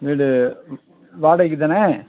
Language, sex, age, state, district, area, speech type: Tamil, male, 45-60, Tamil Nadu, Perambalur, rural, conversation